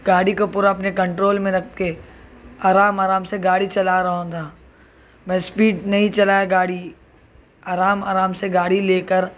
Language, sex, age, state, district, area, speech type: Urdu, male, 45-60, Telangana, Hyderabad, urban, spontaneous